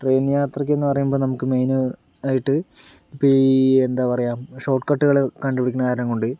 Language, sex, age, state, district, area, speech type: Malayalam, male, 30-45, Kerala, Palakkad, rural, spontaneous